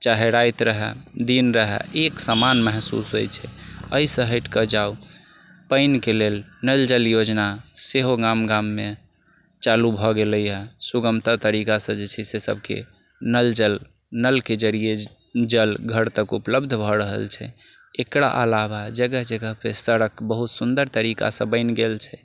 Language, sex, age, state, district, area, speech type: Maithili, male, 45-60, Bihar, Sitamarhi, urban, spontaneous